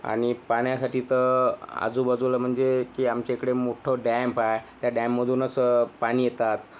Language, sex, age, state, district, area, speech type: Marathi, male, 30-45, Maharashtra, Yavatmal, rural, spontaneous